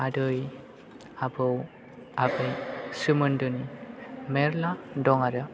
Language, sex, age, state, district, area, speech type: Bodo, male, 18-30, Assam, Chirang, rural, spontaneous